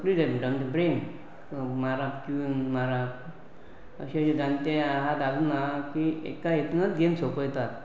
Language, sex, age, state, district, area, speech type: Goan Konkani, male, 45-60, Goa, Pernem, rural, spontaneous